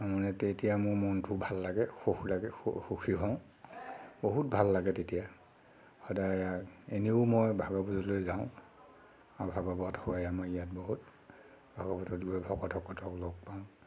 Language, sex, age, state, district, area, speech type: Assamese, male, 30-45, Assam, Nagaon, rural, spontaneous